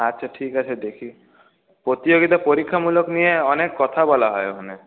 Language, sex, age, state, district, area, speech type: Bengali, male, 30-45, West Bengal, Paschim Bardhaman, urban, conversation